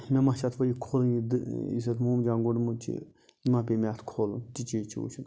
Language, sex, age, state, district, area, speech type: Kashmiri, male, 60+, Jammu and Kashmir, Budgam, rural, spontaneous